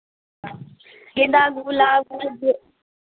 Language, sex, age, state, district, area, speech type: Hindi, female, 18-30, Uttar Pradesh, Ghazipur, urban, conversation